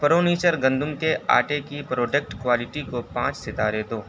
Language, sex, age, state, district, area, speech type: Urdu, male, 18-30, Uttar Pradesh, Saharanpur, urban, read